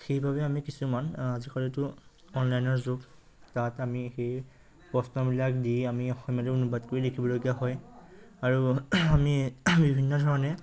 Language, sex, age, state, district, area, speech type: Assamese, male, 18-30, Assam, Majuli, urban, spontaneous